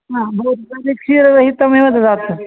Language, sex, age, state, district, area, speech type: Sanskrit, male, 30-45, Karnataka, Vijayapura, urban, conversation